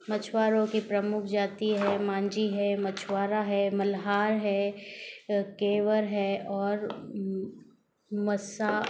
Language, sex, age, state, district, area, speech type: Hindi, female, 30-45, Rajasthan, Jodhpur, urban, spontaneous